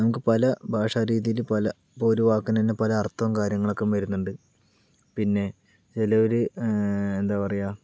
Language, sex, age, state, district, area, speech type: Malayalam, male, 18-30, Kerala, Palakkad, rural, spontaneous